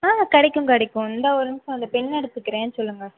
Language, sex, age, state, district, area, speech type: Tamil, female, 18-30, Tamil Nadu, Sivaganga, rural, conversation